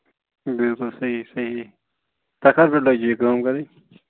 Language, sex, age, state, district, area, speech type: Kashmiri, male, 30-45, Jammu and Kashmir, Bandipora, rural, conversation